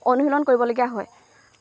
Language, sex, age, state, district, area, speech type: Assamese, female, 18-30, Assam, Lakhimpur, rural, spontaneous